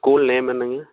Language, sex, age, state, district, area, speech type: Tamil, male, 18-30, Tamil Nadu, Erode, rural, conversation